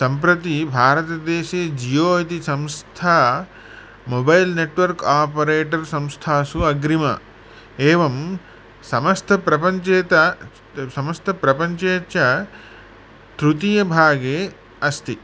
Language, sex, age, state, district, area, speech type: Sanskrit, male, 45-60, Andhra Pradesh, Chittoor, urban, spontaneous